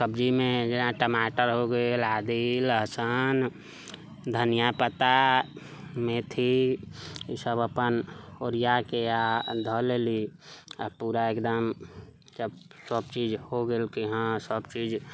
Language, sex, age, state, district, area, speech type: Maithili, male, 30-45, Bihar, Sitamarhi, urban, spontaneous